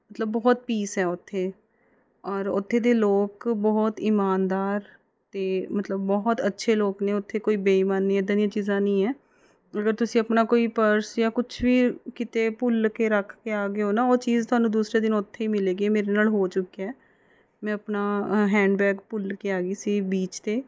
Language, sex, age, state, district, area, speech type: Punjabi, female, 30-45, Punjab, Mohali, urban, spontaneous